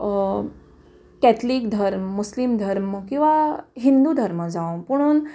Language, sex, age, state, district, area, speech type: Goan Konkani, female, 30-45, Goa, Quepem, rural, spontaneous